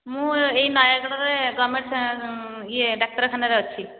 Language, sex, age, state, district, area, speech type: Odia, female, 30-45, Odisha, Nayagarh, rural, conversation